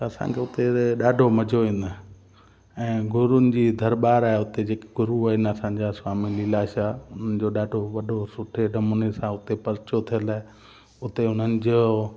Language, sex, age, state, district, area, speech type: Sindhi, male, 45-60, Gujarat, Kutch, rural, spontaneous